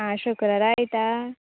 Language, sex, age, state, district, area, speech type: Goan Konkani, female, 18-30, Goa, Canacona, rural, conversation